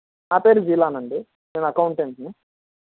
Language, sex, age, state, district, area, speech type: Telugu, male, 30-45, Andhra Pradesh, Anantapur, urban, conversation